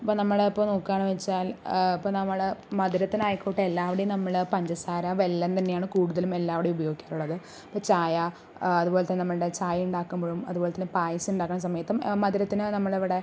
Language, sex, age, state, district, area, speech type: Malayalam, female, 30-45, Kerala, Palakkad, rural, spontaneous